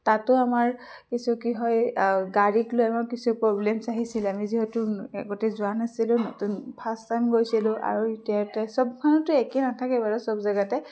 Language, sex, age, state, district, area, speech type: Assamese, female, 30-45, Assam, Udalguri, urban, spontaneous